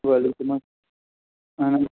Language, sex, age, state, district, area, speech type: Kashmiri, male, 18-30, Jammu and Kashmir, Pulwama, rural, conversation